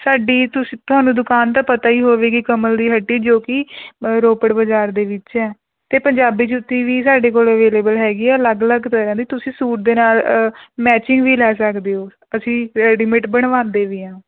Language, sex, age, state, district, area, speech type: Punjabi, female, 18-30, Punjab, Rupnagar, rural, conversation